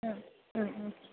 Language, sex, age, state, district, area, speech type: Tamil, female, 18-30, Tamil Nadu, Pudukkottai, rural, conversation